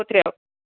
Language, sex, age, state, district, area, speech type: Sanskrit, female, 60+, Karnataka, Mysore, urban, conversation